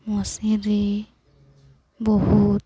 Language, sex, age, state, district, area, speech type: Odia, female, 18-30, Odisha, Nuapada, urban, spontaneous